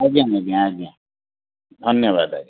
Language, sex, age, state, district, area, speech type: Odia, male, 60+, Odisha, Bhadrak, rural, conversation